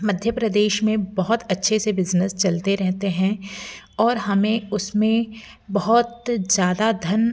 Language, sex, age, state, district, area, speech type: Hindi, female, 30-45, Madhya Pradesh, Jabalpur, urban, spontaneous